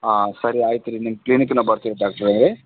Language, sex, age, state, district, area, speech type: Kannada, male, 45-60, Karnataka, Gulbarga, urban, conversation